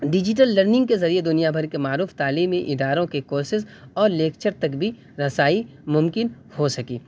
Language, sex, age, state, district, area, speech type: Urdu, male, 18-30, Delhi, North West Delhi, urban, spontaneous